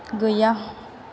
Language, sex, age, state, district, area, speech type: Bodo, female, 18-30, Assam, Chirang, urban, read